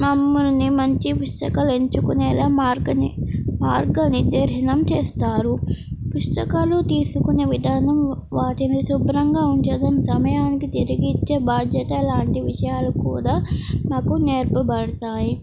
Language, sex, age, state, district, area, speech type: Telugu, female, 18-30, Telangana, Komaram Bheem, urban, spontaneous